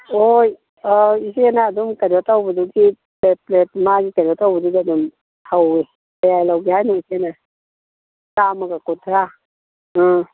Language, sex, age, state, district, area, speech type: Manipuri, female, 60+, Manipur, Imphal East, rural, conversation